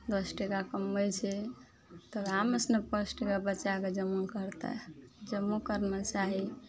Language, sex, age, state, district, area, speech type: Maithili, female, 45-60, Bihar, Araria, rural, spontaneous